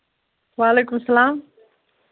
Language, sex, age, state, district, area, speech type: Kashmiri, female, 18-30, Jammu and Kashmir, Anantnag, rural, conversation